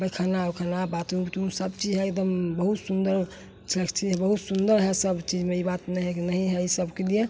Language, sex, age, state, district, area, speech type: Hindi, female, 60+, Bihar, Begusarai, urban, spontaneous